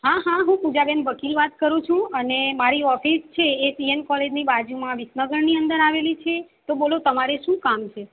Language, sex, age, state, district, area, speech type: Gujarati, female, 45-60, Gujarat, Mehsana, rural, conversation